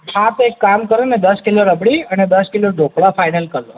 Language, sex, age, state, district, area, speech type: Gujarati, male, 18-30, Gujarat, Ahmedabad, urban, conversation